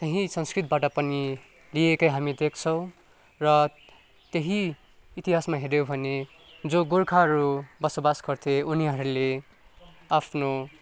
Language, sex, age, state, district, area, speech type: Nepali, male, 18-30, West Bengal, Kalimpong, urban, spontaneous